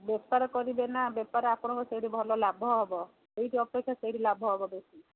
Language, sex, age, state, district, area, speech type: Odia, female, 45-60, Odisha, Sundergarh, rural, conversation